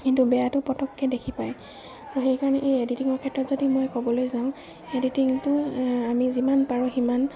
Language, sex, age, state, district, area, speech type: Assamese, female, 30-45, Assam, Golaghat, urban, spontaneous